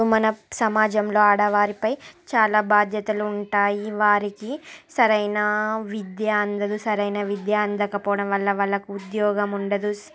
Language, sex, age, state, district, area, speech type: Telugu, female, 30-45, Andhra Pradesh, Srikakulam, urban, spontaneous